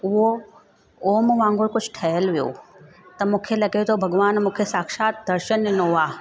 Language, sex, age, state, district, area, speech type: Sindhi, female, 45-60, Gujarat, Surat, urban, spontaneous